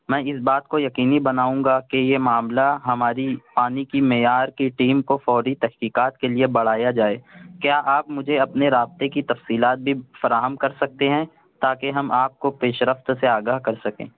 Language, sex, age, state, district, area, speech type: Urdu, male, 60+, Maharashtra, Nashik, urban, conversation